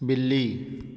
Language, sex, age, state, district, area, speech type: Punjabi, male, 30-45, Punjab, Patiala, urban, read